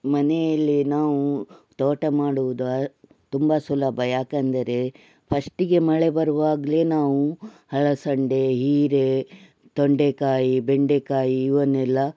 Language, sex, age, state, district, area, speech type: Kannada, female, 60+, Karnataka, Udupi, rural, spontaneous